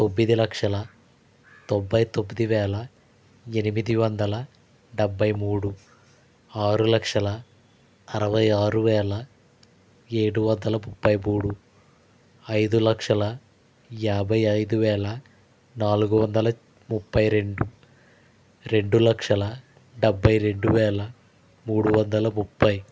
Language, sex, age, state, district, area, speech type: Telugu, male, 45-60, Andhra Pradesh, East Godavari, rural, spontaneous